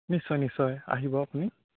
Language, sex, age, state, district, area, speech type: Assamese, male, 18-30, Assam, Charaideo, rural, conversation